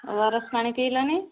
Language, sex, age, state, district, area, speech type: Odia, female, 45-60, Odisha, Angul, rural, conversation